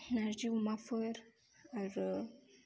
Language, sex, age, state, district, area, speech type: Bodo, female, 18-30, Assam, Kokrajhar, rural, spontaneous